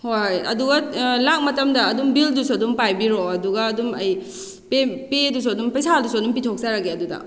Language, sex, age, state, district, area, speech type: Manipuri, female, 18-30, Manipur, Kakching, rural, spontaneous